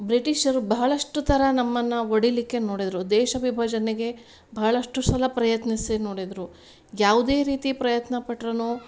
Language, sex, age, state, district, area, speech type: Kannada, female, 45-60, Karnataka, Gulbarga, urban, spontaneous